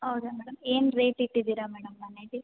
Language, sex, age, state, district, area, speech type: Kannada, female, 18-30, Karnataka, Chitradurga, rural, conversation